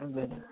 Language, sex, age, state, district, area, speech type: Tamil, male, 18-30, Tamil Nadu, Tenkasi, urban, conversation